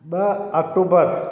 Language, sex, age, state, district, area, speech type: Sindhi, male, 60+, Delhi, South Delhi, urban, spontaneous